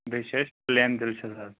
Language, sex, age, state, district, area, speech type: Kashmiri, male, 18-30, Jammu and Kashmir, Anantnag, rural, conversation